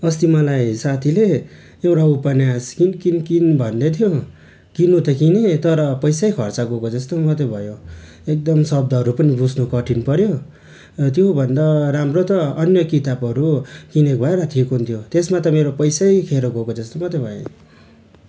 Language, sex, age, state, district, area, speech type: Nepali, male, 30-45, West Bengal, Darjeeling, rural, spontaneous